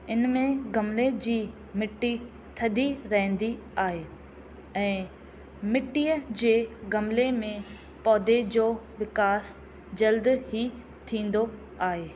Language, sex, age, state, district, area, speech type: Sindhi, female, 18-30, Rajasthan, Ajmer, urban, spontaneous